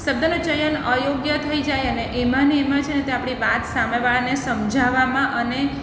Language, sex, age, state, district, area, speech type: Gujarati, female, 45-60, Gujarat, Surat, urban, spontaneous